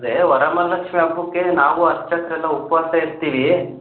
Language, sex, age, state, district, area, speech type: Kannada, male, 18-30, Karnataka, Chitradurga, urban, conversation